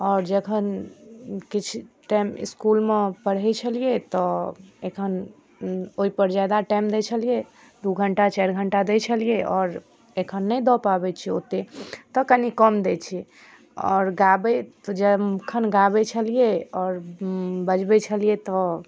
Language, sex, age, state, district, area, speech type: Maithili, female, 18-30, Bihar, Darbhanga, rural, spontaneous